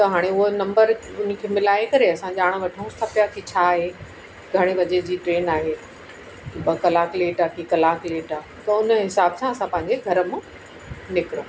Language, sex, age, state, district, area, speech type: Sindhi, female, 45-60, Uttar Pradesh, Lucknow, urban, spontaneous